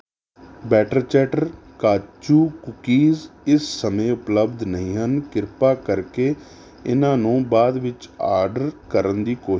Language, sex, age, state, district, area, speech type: Punjabi, male, 30-45, Punjab, Rupnagar, rural, read